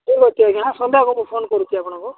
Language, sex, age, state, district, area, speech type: Odia, male, 45-60, Odisha, Nabarangpur, rural, conversation